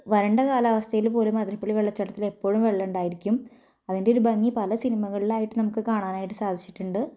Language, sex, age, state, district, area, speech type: Malayalam, female, 30-45, Kerala, Thrissur, urban, spontaneous